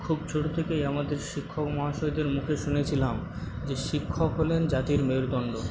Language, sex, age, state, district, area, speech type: Bengali, male, 45-60, West Bengal, Paschim Medinipur, rural, spontaneous